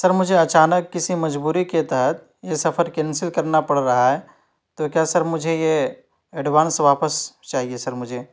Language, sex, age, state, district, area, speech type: Urdu, male, 18-30, Uttar Pradesh, Ghaziabad, urban, spontaneous